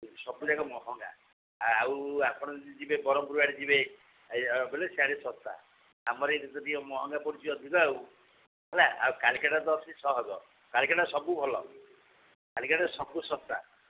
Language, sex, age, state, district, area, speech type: Odia, female, 60+, Odisha, Sundergarh, rural, conversation